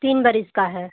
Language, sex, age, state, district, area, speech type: Hindi, female, 45-60, Uttar Pradesh, Mau, rural, conversation